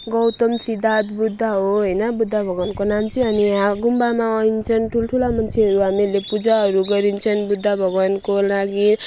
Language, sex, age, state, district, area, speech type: Nepali, female, 30-45, West Bengal, Alipurduar, urban, spontaneous